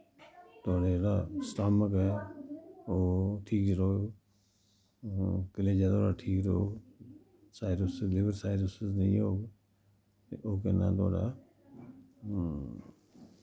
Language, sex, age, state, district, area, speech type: Dogri, male, 60+, Jammu and Kashmir, Samba, rural, spontaneous